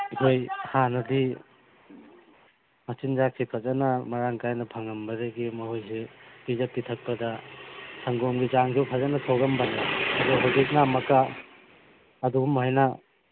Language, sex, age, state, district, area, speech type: Manipuri, male, 45-60, Manipur, Churachandpur, rural, conversation